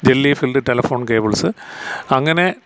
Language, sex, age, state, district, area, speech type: Malayalam, male, 45-60, Kerala, Alappuzha, rural, spontaneous